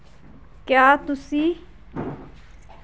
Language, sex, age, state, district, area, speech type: Dogri, female, 30-45, Jammu and Kashmir, Kathua, rural, read